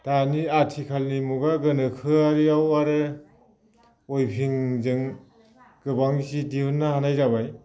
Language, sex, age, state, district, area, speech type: Bodo, male, 45-60, Assam, Baksa, rural, spontaneous